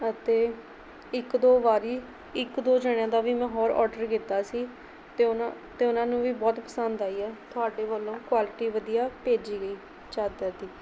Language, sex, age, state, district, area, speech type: Punjabi, female, 18-30, Punjab, Mohali, rural, spontaneous